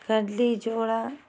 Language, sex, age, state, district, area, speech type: Kannada, female, 45-60, Karnataka, Gadag, rural, spontaneous